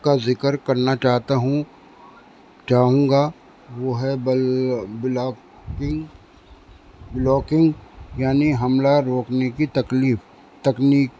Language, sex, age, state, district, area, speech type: Urdu, male, 60+, Uttar Pradesh, Rampur, urban, spontaneous